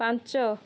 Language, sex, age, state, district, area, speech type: Odia, female, 18-30, Odisha, Balasore, rural, read